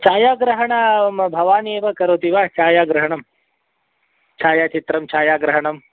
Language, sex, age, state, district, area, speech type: Sanskrit, male, 30-45, Karnataka, Shimoga, urban, conversation